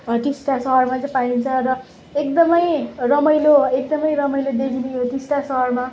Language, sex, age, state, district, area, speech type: Nepali, female, 18-30, West Bengal, Darjeeling, rural, spontaneous